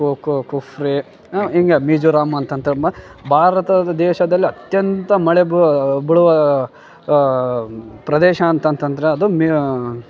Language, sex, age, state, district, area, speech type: Kannada, male, 18-30, Karnataka, Bellary, rural, spontaneous